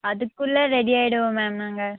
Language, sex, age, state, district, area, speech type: Tamil, female, 18-30, Tamil Nadu, Krishnagiri, rural, conversation